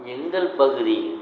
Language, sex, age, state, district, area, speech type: Tamil, male, 45-60, Tamil Nadu, Namakkal, rural, spontaneous